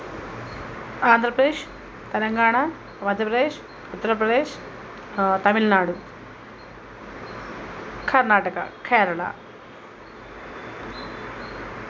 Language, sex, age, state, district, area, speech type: Telugu, female, 30-45, Telangana, Peddapalli, rural, spontaneous